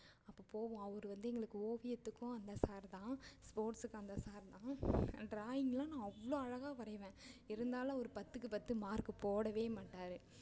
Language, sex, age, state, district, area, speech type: Tamil, female, 18-30, Tamil Nadu, Ariyalur, rural, spontaneous